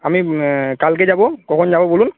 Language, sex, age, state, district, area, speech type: Bengali, male, 18-30, West Bengal, Cooch Behar, urban, conversation